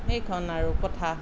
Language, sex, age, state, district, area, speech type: Assamese, female, 45-60, Assam, Sonitpur, urban, spontaneous